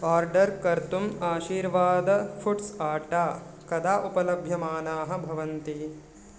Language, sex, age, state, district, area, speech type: Sanskrit, male, 18-30, Telangana, Medak, urban, read